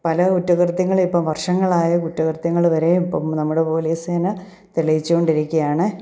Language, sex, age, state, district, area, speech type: Malayalam, female, 45-60, Kerala, Kottayam, rural, spontaneous